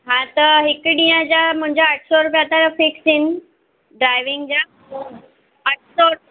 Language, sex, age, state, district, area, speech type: Sindhi, female, 30-45, Maharashtra, Mumbai Suburban, urban, conversation